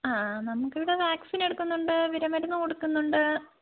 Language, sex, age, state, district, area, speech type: Malayalam, female, 18-30, Kerala, Idukki, rural, conversation